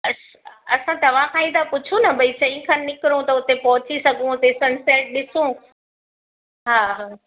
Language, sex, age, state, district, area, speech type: Sindhi, female, 45-60, Gujarat, Surat, urban, conversation